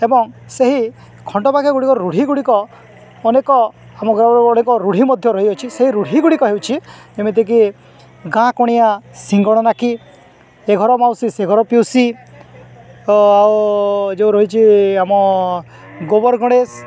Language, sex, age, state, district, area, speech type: Odia, male, 18-30, Odisha, Balangir, urban, spontaneous